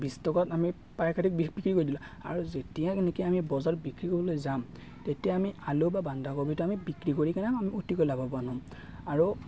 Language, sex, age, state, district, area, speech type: Assamese, male, 30-45, Assam, Darrang, rural, spontaneous